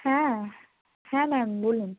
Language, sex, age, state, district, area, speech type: Bengali, female, 18-30, West Bengal, North 24 Parganas, rural, conversation